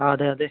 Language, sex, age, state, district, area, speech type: Malayalam, male, 18-30, Kerala, Kozhikode, urban, conversation